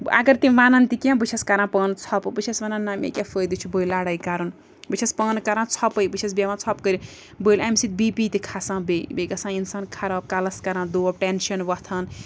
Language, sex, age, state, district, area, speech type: Kashmiri, female, 30-45, Jammu and Kashmir, Srinagar, urban, spontaneous